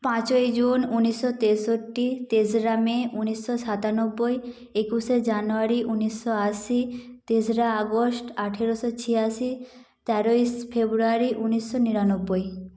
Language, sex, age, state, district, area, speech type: Bengali, female, 18-30, West Bengal, Nadia, rural, spontaneous